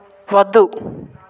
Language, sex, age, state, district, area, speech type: Telugu, male, 18-30, Andhra Pradesh, Guntur, urban, read